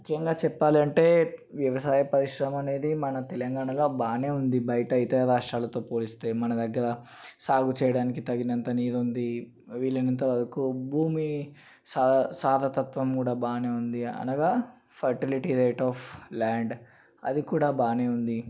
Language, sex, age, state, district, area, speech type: Telugu, male, 18-30, Telangana, Nalgonda, urban, spontaneous